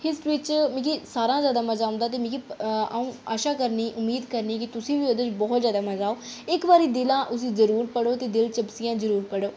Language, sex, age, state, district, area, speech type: Dogri, female, 30-45, Jammu and Kashmir, Udhampur, urban, spontaneous